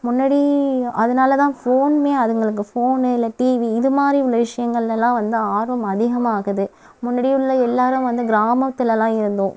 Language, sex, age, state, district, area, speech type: Tamil, female, 30-45, Tamil Nadu, Nagapattinam, rural, spontaneous